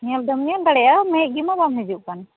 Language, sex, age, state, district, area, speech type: Santali, female, 30-45, West Bengal, Malda, rural, conversation